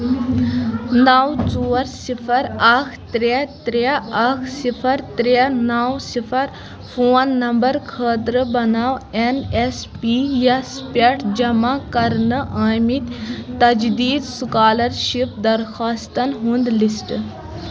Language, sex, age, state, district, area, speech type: Kashmiri, female, 18-30, Jammu and Kashmir, Kulgam, rural, read